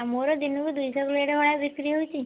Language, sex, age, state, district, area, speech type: Odia, female, 18-30, Odisha, Kendujhar, urban, conversation